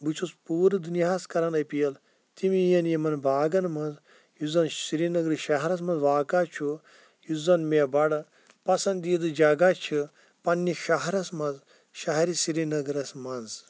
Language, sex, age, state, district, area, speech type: Kashmiri, female, 45-60, Jammu and Kashmir, Shopian, rural, spontaneous